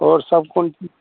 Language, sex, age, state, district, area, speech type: Hindi, male, 60+, Bihar, Madhepura, rural, conversation